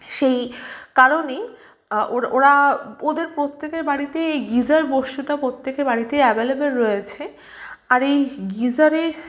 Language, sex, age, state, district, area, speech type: Bengali, female, 18-30, West Bengal, Malda, rural, spontaneous